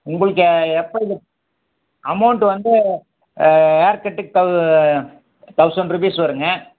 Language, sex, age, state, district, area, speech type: Tamil, male, 45-60, Tamil Nadu, Coimbatore, rural, conversation